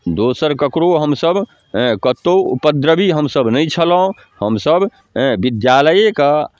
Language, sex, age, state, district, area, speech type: Maithili, male, 45-60, Bihar, Darbhanga, rural, spontaneous